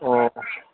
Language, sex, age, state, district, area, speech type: Manipuri, male, 30-45, Manipur, Kangpokpi, urban, conversation